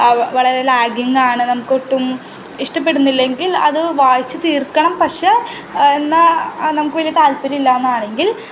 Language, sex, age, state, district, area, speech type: Malayalam, female, 18-30, Kerala, Ernakulam, rural, spontaneous